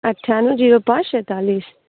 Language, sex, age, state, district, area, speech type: Hindi, female, 18-30, Rajasthan, Bharatpur, rural, conversation